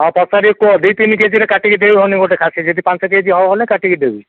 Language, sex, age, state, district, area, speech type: Odia, male, 60+, Odisha, Gajapati, rural, conversation